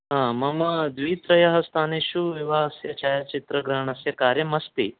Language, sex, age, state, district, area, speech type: Sanskrit, male, 30-45, Karnataka, Uttara Kannada, rural, conversation